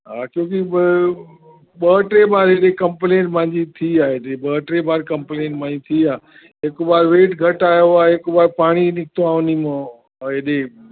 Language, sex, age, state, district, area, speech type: Sindhi, male, 60+, Uttar Pradesh, Lucknow, rural, conversation